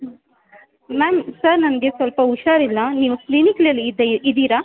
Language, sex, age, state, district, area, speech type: Kannada, female, 18-30, Karnataka, Chamarajanagar, rural, conversation